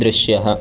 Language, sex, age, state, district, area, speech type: Sanskrit, male, 18-30, Karnataka, Chikkamagaluru, rural, read